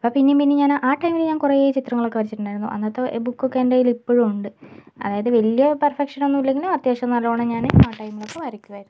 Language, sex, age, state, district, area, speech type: Malayalam, female, 45-60, Kerala, Kozhikode, urban, spontaneous